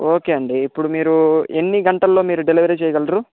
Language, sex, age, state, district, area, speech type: Telugu, male, 60+, Andhra Pradesh, Chittoor, rural, conversation